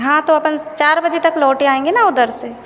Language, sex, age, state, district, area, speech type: Hindi, female, 18-30, Madhya Pradesh, Hoshangabad, urban, spontaneous